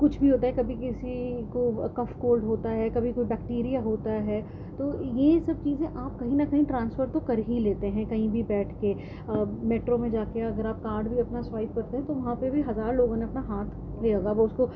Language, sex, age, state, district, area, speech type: Urdu, female, 30-45, Delhi, North East Delhi, urban, spontaneous